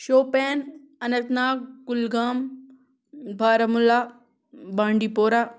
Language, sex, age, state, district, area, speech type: Kashmiri, female, 30-45, Jammu and Kashmir, Shopian, urban, spontaneous